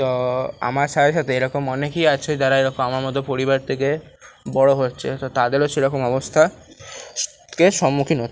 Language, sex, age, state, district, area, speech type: Bengali, male, 30-45, West Bengal, Paschim Bardhaman, urban, spontaneous